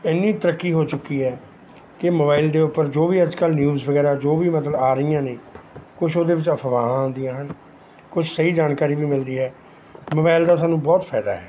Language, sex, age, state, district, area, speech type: Punjabi, male, 45-60, Punjab, Mansa, urban, spontaneous